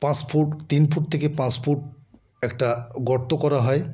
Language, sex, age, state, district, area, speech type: Bengali, male, 45-60, West Bengal, Birbhum, urban, spontaneous